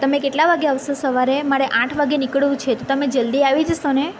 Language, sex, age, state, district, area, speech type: Gujarati, female, 18-30, Gujarat, Valsad, urban, spontaneous